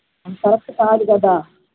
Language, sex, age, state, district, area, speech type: Telugu, female, 45-60, Andhra Pradesh, Bapatla, urban, conversation